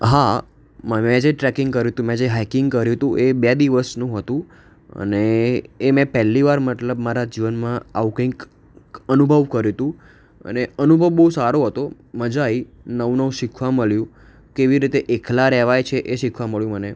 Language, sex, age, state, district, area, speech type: Gujarati, male, 18-30, Gujarat, Ahmedabad, urban, spontaneous